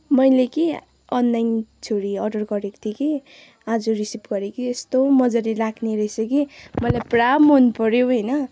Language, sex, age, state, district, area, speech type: Nepali, female, 18-30, West Bengal, Kalimpong, rural, spontaneous